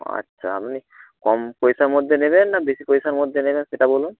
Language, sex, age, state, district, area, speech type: Bengali, male, 45-60, West Bengal, Nadia, rural, conversation